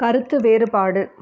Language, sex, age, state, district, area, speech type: Tamil, female, 30-45, Tamil Nadu, Ranipet, urban, read